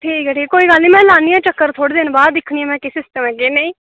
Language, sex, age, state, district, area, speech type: Dogri, female, 18-30, Jammu and Kashmir, Kathua, rural, conversation